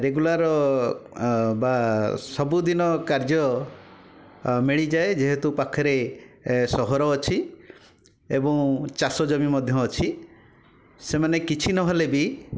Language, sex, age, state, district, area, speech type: Odia, male, 60+, Odisha, Khordha, rural, spontaneous